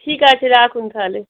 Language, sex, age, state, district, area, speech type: Bengali, female, 45-60, West Bengal, North 24 Parganas, urban, conversation